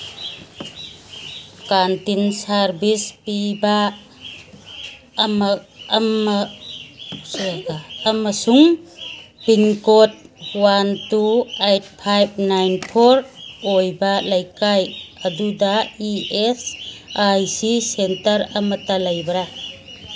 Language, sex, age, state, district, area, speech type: Manipuri, female, 60+, Manipur, Churachandpur, urban, read